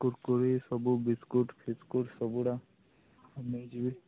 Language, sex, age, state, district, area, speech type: Odia, male, 45-60, Odisha, Sundergarh, rural, conversation